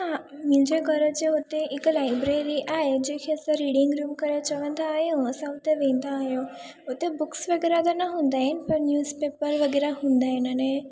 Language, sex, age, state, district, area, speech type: Sindhi, female, 18-30, Gujarat, Surat, urban, spontaneous